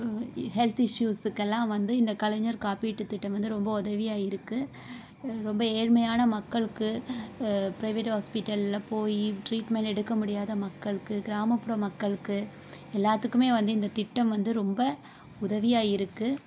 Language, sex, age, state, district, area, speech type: Tamil, female, 18-30, Tamil Nadu, Sivaganga, rural, spontaneous